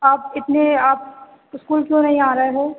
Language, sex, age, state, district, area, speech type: Hindi, female, 18-30, Madhya Pradesh, Hoshangabad, rural, conversation